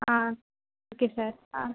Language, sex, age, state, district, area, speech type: Tamil, female, 18-30, Tamil Nadu, Pudukkottai, rural, conversation